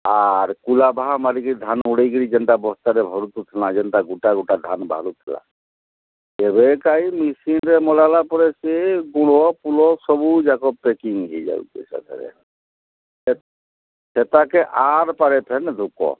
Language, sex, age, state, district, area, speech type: Odia, male, 60+, Odisha, Boudh, rural, conversation